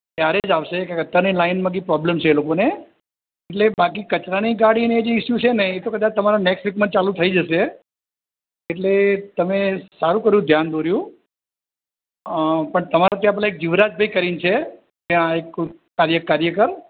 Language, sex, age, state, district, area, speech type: Gujarati, male, 60+, Gujarat, Ahmedabad, urban, conversation